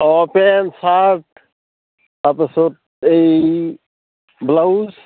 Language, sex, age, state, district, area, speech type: Assamese, male, 45-60, Assam, Barpeta, rural, conversation